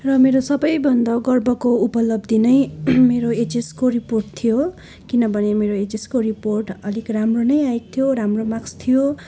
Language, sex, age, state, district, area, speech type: Nepali, female, 18-30, West Bengal, Darjeeling, rural, spontaneous